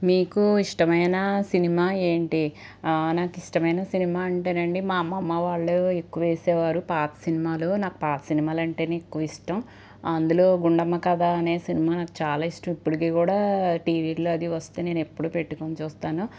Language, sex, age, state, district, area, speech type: Telugu, female, 45-60, Andhra Pradesh, Guntur, urban, spontaneous